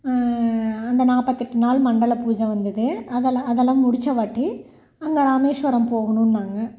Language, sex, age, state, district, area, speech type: Tamil, female, 45-60, Tamil Nadu, Salem, rural, spontaneous